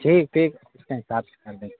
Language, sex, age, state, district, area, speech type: Urdu, male, 18-30, Bihar, Saharsa, rural, conversation